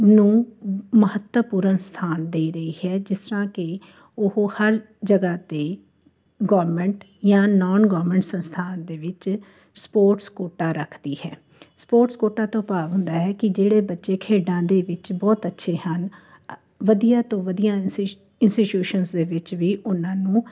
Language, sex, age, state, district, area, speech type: Punjabi, female, 45-60, Punjab, Jalandhar, urban, spontaneous